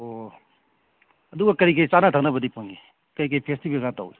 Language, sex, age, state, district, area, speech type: Manipuri, male, 30-45, Manipur, Kakching, rural, conversation